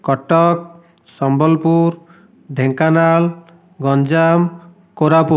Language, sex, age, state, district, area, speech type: Odia, male, 45-60, Odisha, Dhenkanal, rural, spontaneous